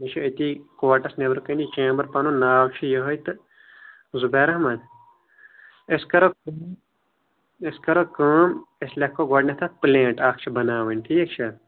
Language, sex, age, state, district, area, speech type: Kashmiri, male, 30-45, Jammu and Kashmir, Shopian, urban, conversation